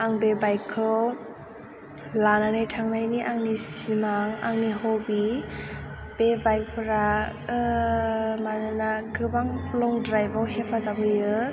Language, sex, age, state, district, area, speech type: Bodo, female, 18-30, Assam, Chirang, rural, spontaneous